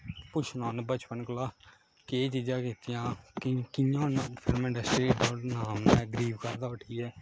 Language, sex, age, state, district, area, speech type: Dogri, male, 18-30, Jammu and Kashmir, Kathua, rural, spontaneous